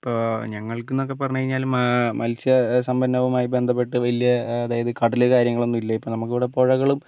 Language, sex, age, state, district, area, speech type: Malayalam, male, 60+, Kerala, Wayanad, rural, spontaneous